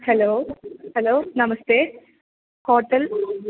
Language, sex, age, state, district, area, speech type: Sanskrit, female, 18-30, Kerala, Thrissur, urban, conversation